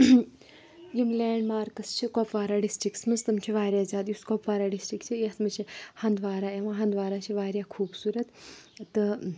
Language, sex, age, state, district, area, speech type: Kashmiri, female, 30-45, Jammu and Kashmir, Kupwara, rural, spontaneous